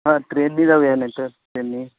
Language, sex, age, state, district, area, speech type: Marathi, male, 30-45, Maharashtra, Ratnagiri, rural, conversation